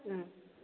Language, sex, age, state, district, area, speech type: Manipuri, female, 45-60, Manipur, Kakching, rural, conversation